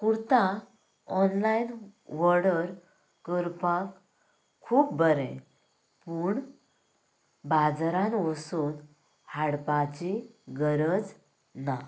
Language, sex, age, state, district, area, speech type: Goan Konkani, female, 18-30, Goa, Canacona, rural, spontaneous